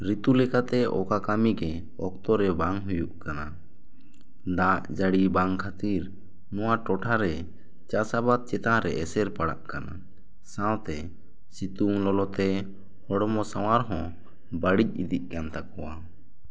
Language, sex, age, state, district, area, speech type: Santali, male, 18-30, West Bengal, Bankura, rural, spontaneous